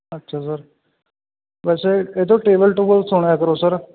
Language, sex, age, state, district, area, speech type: Punjabi, male, 30-45, Punjab, Fatehgarh Sahib, rural, conversation